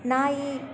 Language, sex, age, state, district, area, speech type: Kannada, female, 18-30, Karnataka, Kolar, rural, read